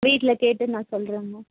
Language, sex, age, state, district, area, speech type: Tamil, female, 30-45, Tamil Nadu, Tirupattur, rural, conversation